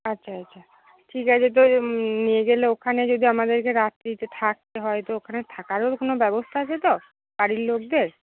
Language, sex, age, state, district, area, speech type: Bengali, female, 30-45, West Bengal, Cooch Behar, rural, conversation